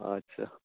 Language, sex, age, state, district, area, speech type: Bengali, male, 45-60, West Bengal, Howrah, urban, conversation